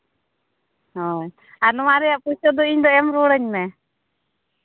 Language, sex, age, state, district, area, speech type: Santali, female, 30-45, Jharkhand, Seraikela Kharsawan, rural, conversation